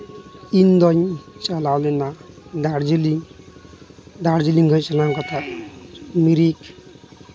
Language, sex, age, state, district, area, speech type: Santali, male, 18-30, West Bengal, Uttar Dinajpur, rural, spontaneous